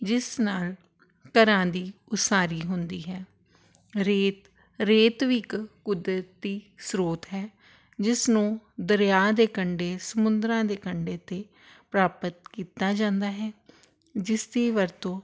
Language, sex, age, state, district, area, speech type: Punjabi, female, 30-45, Punjab, Tarn Taran, urban, spontaneous